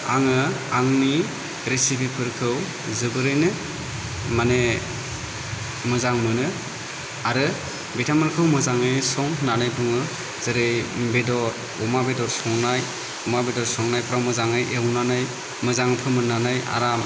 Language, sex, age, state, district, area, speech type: Bodo, male, 30-45, Assam, Kokrajhar, rural, spontaneous